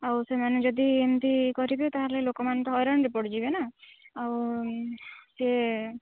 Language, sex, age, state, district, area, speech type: Odia, female, 18-30, Odisha, Jagatsinghpur, rural, conversation